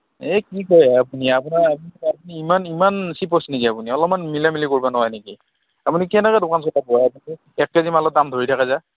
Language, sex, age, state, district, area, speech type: Assamese, male, 30-45, Assam, Darrang, rural, conversation